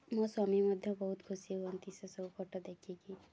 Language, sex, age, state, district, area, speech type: Odia, female, 18-30, Odisha, Mayurbhanj, rural, spontaneous